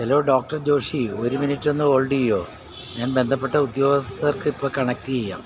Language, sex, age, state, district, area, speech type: Malayalam, male, 60+, Kerala, Alappuzha, rural, read